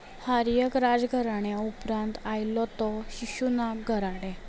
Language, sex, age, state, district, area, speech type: Goan Konkani, female, 18-30, Goa, Salcete, rural, read